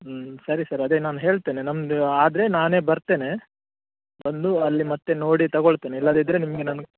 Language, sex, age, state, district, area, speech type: Kannada, male, 30-45, Karnataka, Udupi, urban, conversation